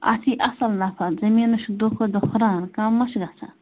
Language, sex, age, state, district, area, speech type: Kashmiri, female, 30-45, Jammu and Kashmir, Bandipora, rural, conversation